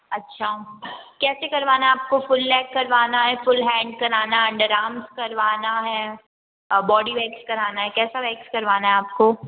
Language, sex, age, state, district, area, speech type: Hindi, female, 18-30, Rajasthan, Jodhpur, urban, conversation